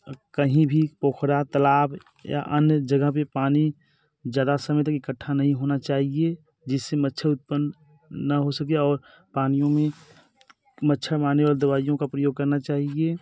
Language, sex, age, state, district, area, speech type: Hindi, male, 18-30, Uttar Pradesh, Bhadohi, rural, spontaneous